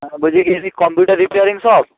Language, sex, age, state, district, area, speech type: Bengali, male, 18-30, West Bengal, Hooghly, urban, conversation